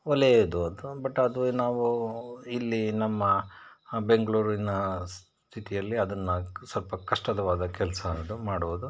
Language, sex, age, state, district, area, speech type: Kannada, male, 60+, Karnataka, Bangalore Rural, rural, spontaneous